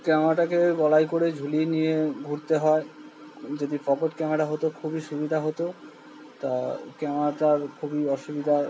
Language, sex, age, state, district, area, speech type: Bengali, male, 45-60, West Bengal, Purba Bardhaman, urban, spontaneous